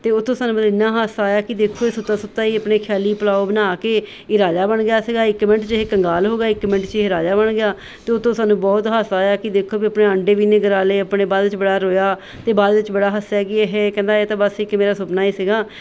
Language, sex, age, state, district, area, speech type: Punjabi, female, 30-45, Punjab, Mohali, urban, spontaneous